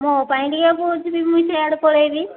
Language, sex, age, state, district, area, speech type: Odia, female, 45-60, Odisha, Angul, rural, conversation